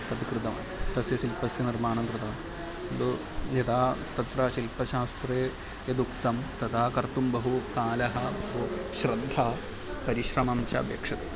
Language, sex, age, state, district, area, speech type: Sanskrit, male, 30-45, Kerala, Ernakulam, urban, spontaneous